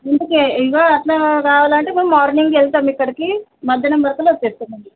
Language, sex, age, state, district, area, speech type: Telugu, female, 30-45, Telangana, Nizamabad, urban, conversation